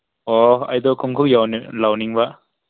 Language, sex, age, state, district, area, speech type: Manipuri, male, 18-30, Manipur, Senapati, rural, conversation